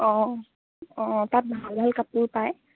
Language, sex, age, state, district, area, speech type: Assamese, female, 18-30, Assam, Sonitpur, rural, conversation